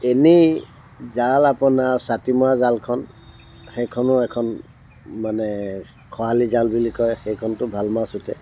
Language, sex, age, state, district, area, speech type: Assamese, male, 60+, Assam, Tinsukia, rural, spontaneous